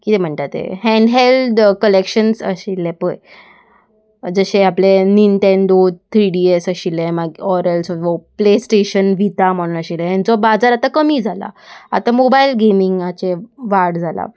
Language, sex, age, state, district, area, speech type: Goan Konkani, female, 18-30, Goa, Salcete, urban, spontaneous